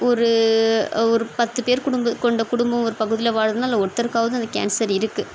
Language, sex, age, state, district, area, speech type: Tamil, female, 30-45, Tamil Nadu, Chennai, urban, spontaneous